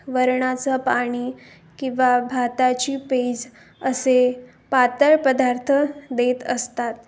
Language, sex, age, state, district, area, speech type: Marathi, female, 18-30, Maharashtra, Osmanabad, rural, spontaneous